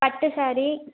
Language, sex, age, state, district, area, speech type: Tamil, female, 18-30, Tamil Nadu, Theni, rural, conversation